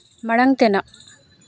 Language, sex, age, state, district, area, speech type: Santali, female, 18-30, West Bengal, Uttar Dinajpur, rural, read